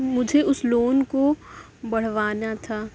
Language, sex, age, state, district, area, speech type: Urdu, female, 18-30, Uttar Pradesh, Mirzapur, rural, spontaneous